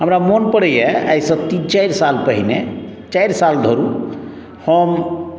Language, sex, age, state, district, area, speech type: Maithili, male, 60+, Bihar, Madhubani, urban, spontaneous